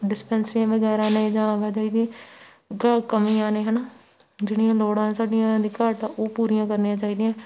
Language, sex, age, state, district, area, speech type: Punjabi, female, 18-30, Punjab, Shaheed Bhagat Singh Nagar, rural, spontaneous